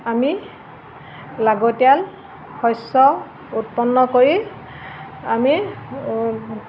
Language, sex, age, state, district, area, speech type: Assamese, female, 45-60, Assam, Golaghat, urban, spontaneous